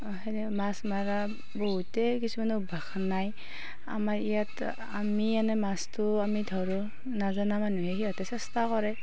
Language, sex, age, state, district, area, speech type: Assamese, female, 30-45, Assam, Darrang, rural, spontaneous